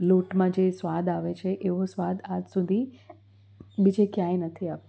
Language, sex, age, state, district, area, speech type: Gujarati, female, 30-45, Gujarat, Anand, urban, spontaneous